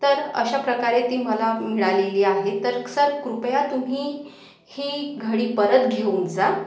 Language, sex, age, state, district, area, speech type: Marathi, female, 18-30, Maharashtra, Akola, urban, spontaneous